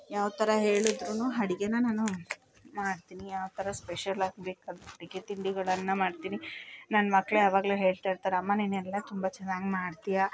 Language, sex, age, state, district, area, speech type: Kannada, female, 30-45, Karnataka, Mandya, rural, spontaneous